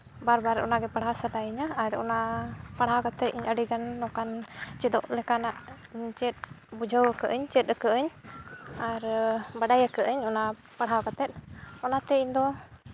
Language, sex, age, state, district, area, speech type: Santali, female, 18-30, Jharkhand, Seraikela Kharsawan, rural, spontaneous